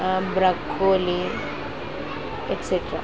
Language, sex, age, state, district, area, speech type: Telugu, female, 18-30, Andhra Pradesh, Kurnool, rural, spontaneous